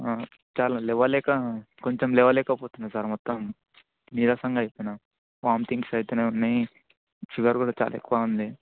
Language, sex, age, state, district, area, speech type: Telugu, male, 18-30, Telangana, Ranga Reddy, urban, conversation